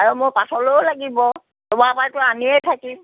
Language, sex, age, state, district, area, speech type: Assamese, female, 60+, Assam, Biswanath, rural, conversation